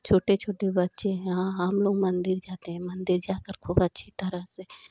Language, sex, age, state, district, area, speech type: Hindi, female, 30-45, Uttar Pradesh, Ghazipur, rural, spontaneous